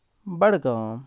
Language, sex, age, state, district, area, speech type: Kashmiri, male, 30-45, Jammu and Kashmir, Kupwara, rural, spontaneous